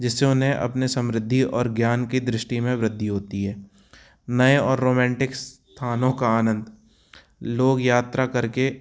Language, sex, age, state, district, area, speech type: Hindi, male, 30-45, Madhya Pradesh, Jabalpur, urban, spontaneous